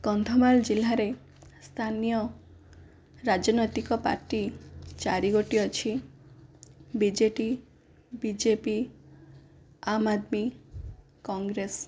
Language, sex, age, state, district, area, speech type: Odia, female, 18-30, Odisha, Kandhamal, rural, spontaneous